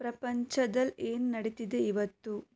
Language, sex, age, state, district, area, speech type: Kannada, female, 18-30, Karnataka, Shimoga, rural, read